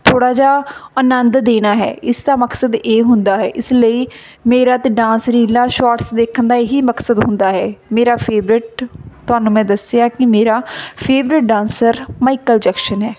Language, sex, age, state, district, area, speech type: Punjabi, female, 30-45, Punjab, Barnala, rural, spontaneous